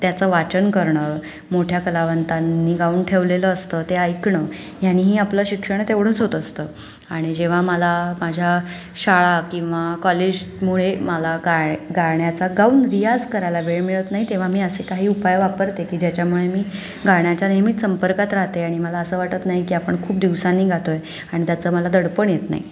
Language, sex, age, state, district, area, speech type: Marathi, female, 18-30, Maharashtra, Pune, urban, spontaneous